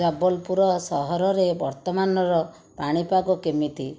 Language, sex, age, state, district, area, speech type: Odia, female, 45-60, Odisha, Jajpur, rural, read